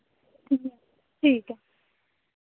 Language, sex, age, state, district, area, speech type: Dogri, female, 18-30, Jammu and Kashmir, Samba, rural, conversation